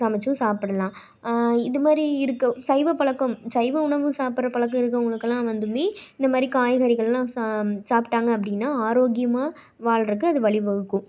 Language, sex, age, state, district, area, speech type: Tamil, female, 18-30, Tamil Nadu, Tiruppur, urban, spontaneous